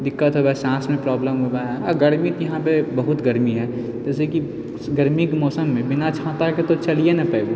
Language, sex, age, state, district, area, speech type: Maithili, male, 30-45, Bihar, Purnia, rural, spontaneous